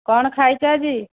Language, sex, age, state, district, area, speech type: Odia, female, 30-45, Odisha, Dhenkanal, rural, conversation